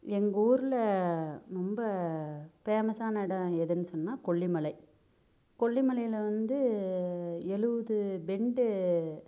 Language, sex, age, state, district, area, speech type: Tamil, female, 45-60, Tamil Nadu, Namakkal, rural, spontaneous